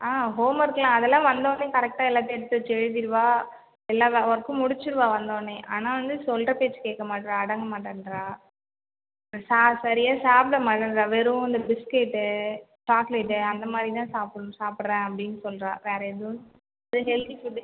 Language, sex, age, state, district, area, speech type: Tamil, female, 45-60, Tamil Nadu, Cuddalore, rural, conversation